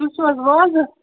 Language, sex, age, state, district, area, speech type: Kashmiri, female, 18-30, Jammu and Kashmir, Baramulla, rural, conversation